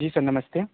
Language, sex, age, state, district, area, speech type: Hindi, male, 18-30, Uttar Pradesh, Jaunpur, rural, conversation